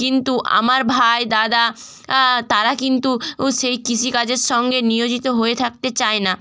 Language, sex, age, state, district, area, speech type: Bengali, female, 18-30, West Bengal, North 24 Parganas, rural, spontaneous